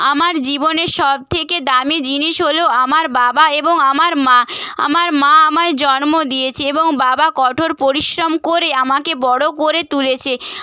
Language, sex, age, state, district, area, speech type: Bengali, female, 18-30, West Bengal, Purba Medinipur, rural, spontaneous